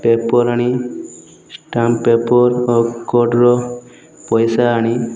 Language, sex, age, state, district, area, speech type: Odia, male, 18-30, Odisha, Boudh, rural, spontaneous